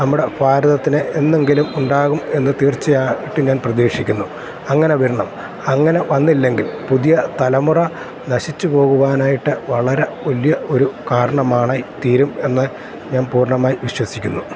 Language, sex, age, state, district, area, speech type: Malayalam, male, 45-60, Kerala, Kottayam, urban, spontaneous